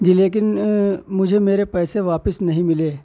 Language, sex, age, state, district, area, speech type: Urdu, male, 18-30, Uttar Pradesh, Shahjahanpur, urban, spontaneous